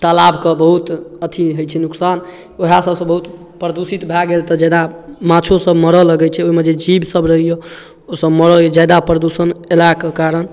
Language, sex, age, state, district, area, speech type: Maithili, male, 18-30, Bihar, Darbhanga, rural, spontaneous